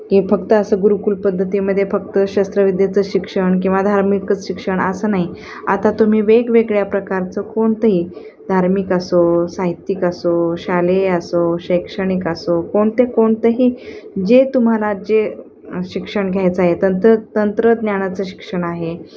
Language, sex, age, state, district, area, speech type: Marathi, female, 45-60, Maharashtra, Osmanabad, rural, spontaneous